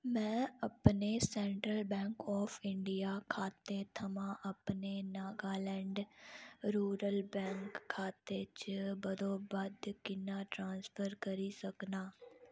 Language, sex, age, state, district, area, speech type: Dogri, female, 18-30, Jammu and Kashmir, Udhampur, rural, read